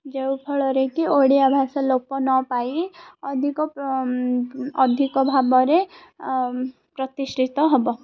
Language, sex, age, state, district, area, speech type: Odia, female, 18-30, Odisha, Koraput, urban, spontaneous